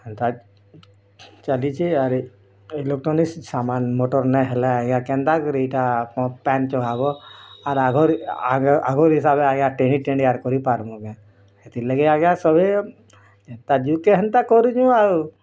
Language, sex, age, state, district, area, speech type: Odia, female, 30-45, Odisha, Bargarh, urban, spontaneous